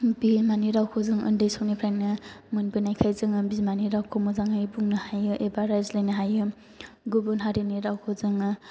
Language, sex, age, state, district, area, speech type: Bodo, male, 18-30, Assam, Chirang, rural, spontaneous